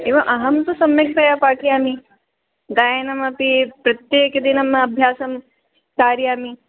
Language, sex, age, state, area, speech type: Sanskrit, other, 18-30, Rajasthan, urban, conversation